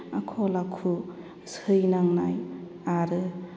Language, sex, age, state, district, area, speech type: Bodo, female, 45-60, Assam, Chirang, rural, spontaneous